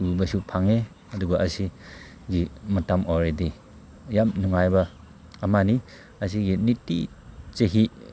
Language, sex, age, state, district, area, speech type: Manipuri, male, 30-45, Manipur, Ukhrul, rural, spontaneous